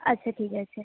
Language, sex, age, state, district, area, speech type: Bengali, female, 18-30, West Bengal, Hooghly, urban, conversation